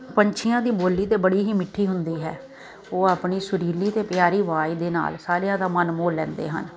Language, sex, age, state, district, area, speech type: Punjabi, female, 30-45, Punjab, Kapurthala, urban, spontaneous